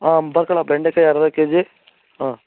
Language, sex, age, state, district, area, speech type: Kannada, male, 18-30, Karnataka, Shimoga, rural, conversation